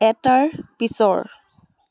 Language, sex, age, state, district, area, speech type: Assamese, female, 18-30, Assam, Charaideo, urban, read